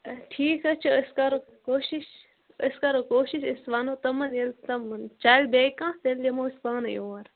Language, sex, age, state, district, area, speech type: Kashmiri, female, 18-30, Jammu and Kashmir, Bandipora, rural, conversation